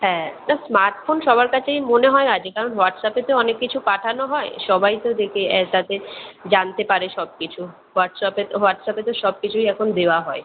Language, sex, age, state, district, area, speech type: Bengali, female, 30-45, West Bengal, Kolkata, urban, conversation